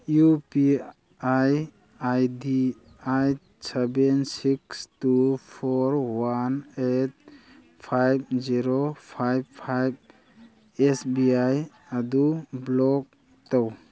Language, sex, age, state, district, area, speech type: Manipuri, male, 30-45, Manipur, Churachandpur, rural, read